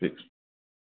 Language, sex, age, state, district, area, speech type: Assamese, male, 30-45, Assam, Tinsukia, urban, conversation